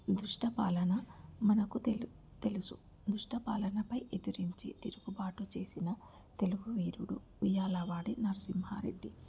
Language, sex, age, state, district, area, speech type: Telugu, female, 30-45, Andhra Pradesh, N T Rama Rao, rural, spontaneous